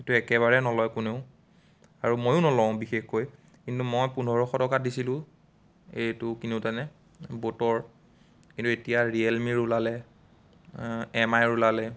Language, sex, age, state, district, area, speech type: Assamese, male, 18-30, Assam, Biswanath, rural, spontaneous